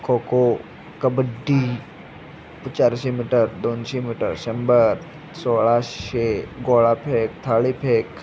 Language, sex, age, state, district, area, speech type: Marathi, male, 18-30, Maharashtra, Sangli, urban, spontaneous